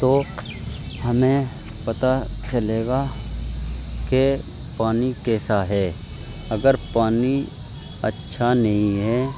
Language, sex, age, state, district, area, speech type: Urdu, male, 18-30, Uttar Pradesh, Muzaffarnagar, urban, spontaneous